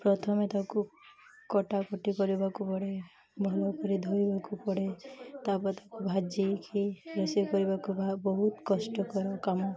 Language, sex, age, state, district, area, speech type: Odia, female, 18-30, Odisha, Malkangiri, urban, spontaneous